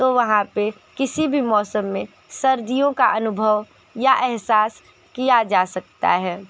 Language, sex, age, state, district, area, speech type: Hindi, female, 30-45, Uttar Pradesh, Sonbhadra, rural, spontaneous